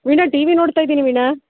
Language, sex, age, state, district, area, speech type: Kannada, female, 30-45, Karnataka, Mandya, rural, conversation